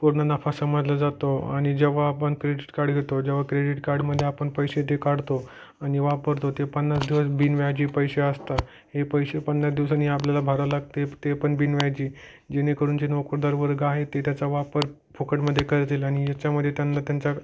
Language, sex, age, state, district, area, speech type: Marathi, male, 18-30, Maharashtra, Jalna, urban, spontaneous